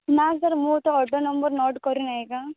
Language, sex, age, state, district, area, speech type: Odia, female, 18-30, Odisha, Rayagada, rural, conversation